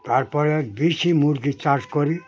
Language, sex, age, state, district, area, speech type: Bengali, male, 60+, West Bengal, Birbhum, urban, spontaneous